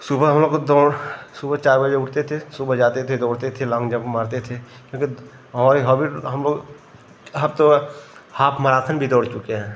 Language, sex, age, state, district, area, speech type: Hindi, male, 30-45, Uttar Pradesh, Ghazipur, urban, spontaneous